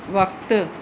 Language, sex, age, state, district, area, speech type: Sindhi, female, 45-60, Maharashtra, Pune, urban, read